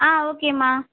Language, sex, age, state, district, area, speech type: Tamil, female, 18-30, Tamil Nadu, Vellore, urban, conversation